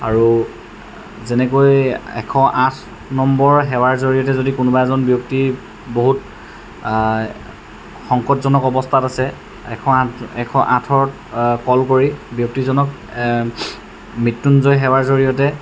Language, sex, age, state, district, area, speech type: Assamese, male, 18-30, Assam, Jorhat, urban, spontaneous